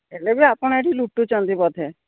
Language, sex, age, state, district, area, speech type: Odia, female, 60+, Odisha, Gajapati, rural, conversation